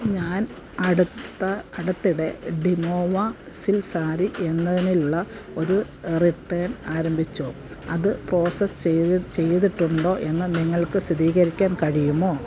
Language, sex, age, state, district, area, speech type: Malayalam, female, 45-60, Kerala, Pathanamthitta, rural, read